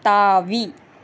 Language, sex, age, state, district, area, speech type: Tamil, female, 18-30, Tamil Nadu, Ranipet, rural, read